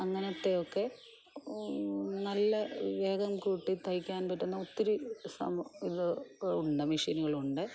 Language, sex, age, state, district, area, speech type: Malayalam, female, 45-60, Kerala, Alappuzha, rural, spontaneous